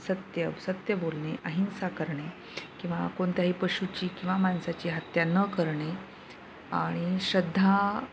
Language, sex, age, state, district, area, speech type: Marathi, female, 30-45, Maharashtra, Nanded, rural, spontaneous